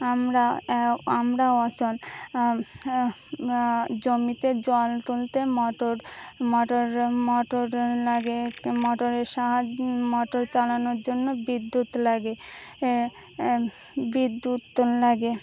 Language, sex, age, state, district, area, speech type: Bengali, female, 18-30, West Bengal, Birbhum, urban, spontaneous